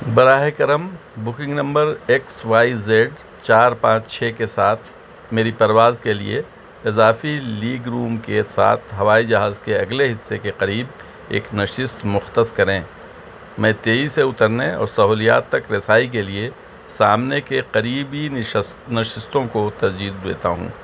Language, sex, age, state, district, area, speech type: Urdu, male, 60+, Delhi, Central Delhi, urban, read